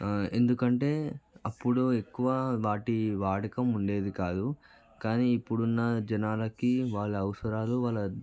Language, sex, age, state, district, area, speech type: Telugu, male, 30-45, Telangana, Vikarabad, urban, spontaneous